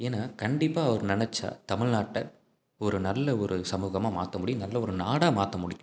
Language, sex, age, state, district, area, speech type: Tamil, male, 18-30, Tamil Nadu, Salem, rural, spontaneous